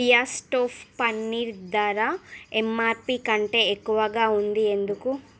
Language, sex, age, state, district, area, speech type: Telugu, female, 30-45, Andhra Pradesh, Srikakulam, urban, read